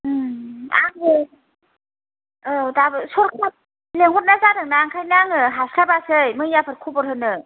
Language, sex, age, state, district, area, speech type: Bodo, other, 30-45, Assam, Kokrajhar, rural, conversation